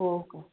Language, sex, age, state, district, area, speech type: Marathi, female, 30-45, Maharashtra, Amravati, urban, conversation